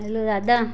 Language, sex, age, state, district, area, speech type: Marathi, female, 45-60, Maharashtra, Raigad, rural, spontaneous